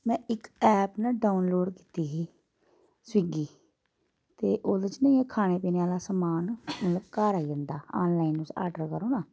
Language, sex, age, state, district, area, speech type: Dogri, female, 30-45, Jammu and Kashmir, Reasi, rural, spontaneous